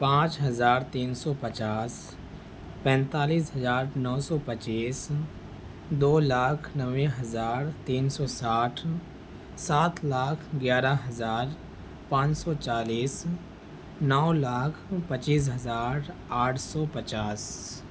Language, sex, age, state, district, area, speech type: Urdu, male, 18-30, Bihar, Purnia, rural, spontaneous